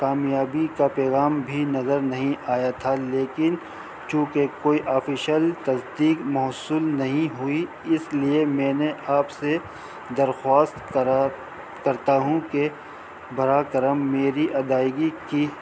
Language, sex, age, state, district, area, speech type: Urdu, male, 45-60, Delhi, North East Delhi, urban, spontaneous